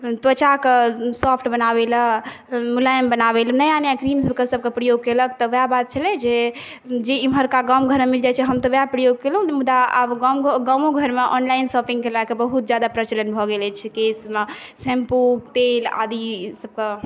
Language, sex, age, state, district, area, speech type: Maithili, other, 18-30, Bihar, Saharsa, rural, spontaneous